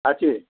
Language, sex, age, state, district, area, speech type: Bengali, male, 45-60, West Bengal, Dakshin Dinajpur, rural, conversation